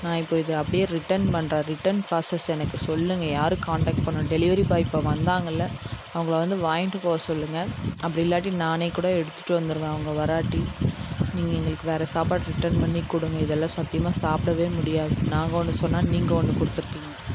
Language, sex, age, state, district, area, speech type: Tamil, female, 18-30, Tamil Nadu, Dharmapuri, rural, spontaneous